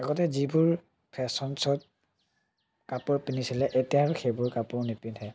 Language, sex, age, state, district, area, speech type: Assamese, male, 30-45, Assam, Biswanath, rural, spontaneous